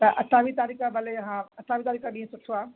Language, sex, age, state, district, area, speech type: Sindhi, female, 60+, Maharashtra, Mumbai Suburban, urban, conversation